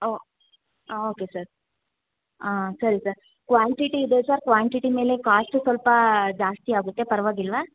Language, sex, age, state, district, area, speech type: Kannada, female, 18-30, Karnataka, Hassan, rural, conversation